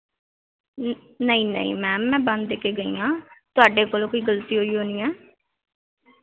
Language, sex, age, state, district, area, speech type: Punjabi, female, 18-30, Punjab, Fazilka, rural, conversation